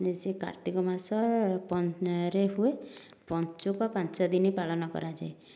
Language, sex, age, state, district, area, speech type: Odia, female, 60+, Odisha, Dhenkanal, rural, spontaneous